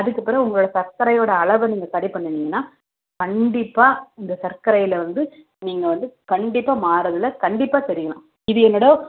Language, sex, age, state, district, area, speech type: Tamil, female, 30-45, Tamil Nadu, Tirunelveli, rural, conversation